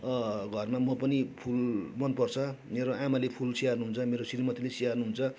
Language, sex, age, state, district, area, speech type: Nepali, male, 45-60, West Bengal, Darjeeling, rural, spontaneous